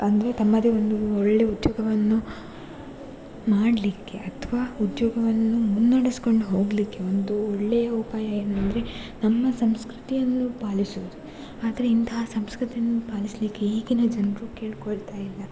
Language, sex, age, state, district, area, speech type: Kannada, female, 18-30, Karnataka, Dakshina Kannada, rural, spontaneous